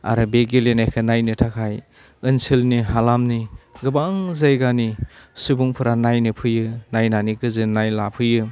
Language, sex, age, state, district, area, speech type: Bodo, male, 30-45, Assam, Udalguri, rural, spontaneous